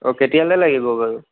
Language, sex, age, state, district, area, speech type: Assamese, male, 18-30, Assam, Lakhimpur, rural, conversation